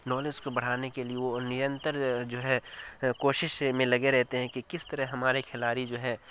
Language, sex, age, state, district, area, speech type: Urdu, male, 18-30, Bihar, Darbhanga, rural, spontaneous